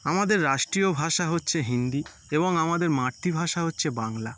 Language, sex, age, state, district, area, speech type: Bengali, male, 18-30, West Bengal, Howrah, urban, spontaneous